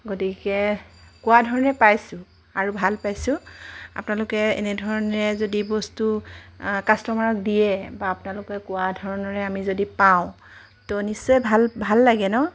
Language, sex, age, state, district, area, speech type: Assamese, female, 45-60, Assam, Charaideo, urban, spontaneous